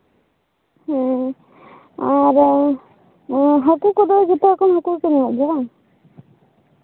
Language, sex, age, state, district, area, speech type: Santali, female, 18-30, West Bengal, Bankura, rural, conversation